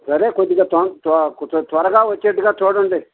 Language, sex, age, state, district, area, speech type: Telugu, male, 60+, Andhra Pradesh, Krishna, urban, conversation